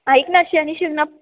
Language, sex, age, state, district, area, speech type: Marathi, female, 18-30, Maharashtra, Ahmednagar, rural, conversation